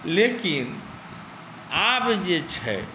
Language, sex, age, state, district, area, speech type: Maithili, male, 60+, Bihar, Saharsa, rural, spontaneous